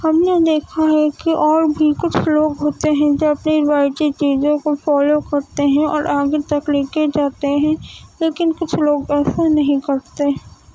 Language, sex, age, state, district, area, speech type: Urdu, female, 18-30, Uttar Pradesh, Gautam Buddha Nagar, rural, spontaneous